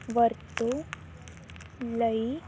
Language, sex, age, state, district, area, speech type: Punjabi, female, 18-30, Punjab, Fazilka, rural, read